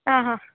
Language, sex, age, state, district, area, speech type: Sanskrit, female, 18-30, Karnataka, Gadag, urban, conversation